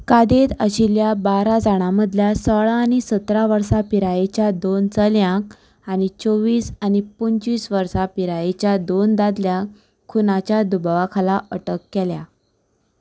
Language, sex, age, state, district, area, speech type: Goan Konkani, female, 18-30, Goa, Canacona, rural, read